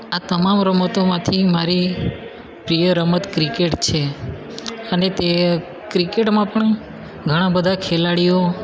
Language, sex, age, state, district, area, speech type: Gujarati, male, 18-30, Gujarat, Valsad, rural, spontaneous